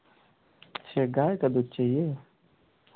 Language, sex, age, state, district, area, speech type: Hindi, male, 30-45, Uttar Pradesh, Ghazipur, rural, conversation